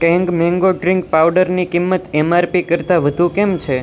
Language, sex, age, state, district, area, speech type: Gujarati, male, 18-30, Gujarat, Surat, urban, read